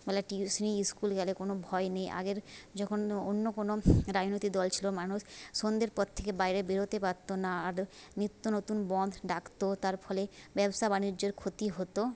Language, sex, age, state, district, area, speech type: Bengali, female, 30-45, West Bengal, Jhargram, rural, spontaneous